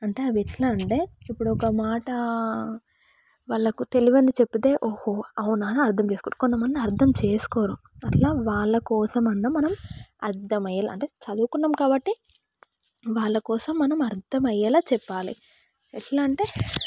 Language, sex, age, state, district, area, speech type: Telugu, female, 18-30, Telangana, Yadadri Bhuvanagiri, rural, spontaneous